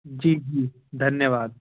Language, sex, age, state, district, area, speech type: Hindi, male, 18-30, Madhya Pradesh, Gwalior, urban, conversation